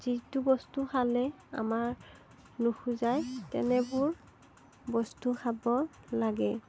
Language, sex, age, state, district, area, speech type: Assamese, female, 45-60, Assam, Darrang, rural, spontaneous